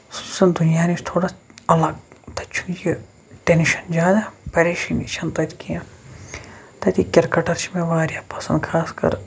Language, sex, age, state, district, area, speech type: Kashmiri, male, 18-30, Jammu and Kashmir, Shopian, urban, spontaneous